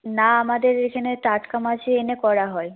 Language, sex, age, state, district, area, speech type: Bengali, female, 18-30, West Bengal, Nadia, rural, conversation